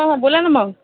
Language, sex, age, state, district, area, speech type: Marathi, female, 18-30, Maharashtra, Washim, rural, conversation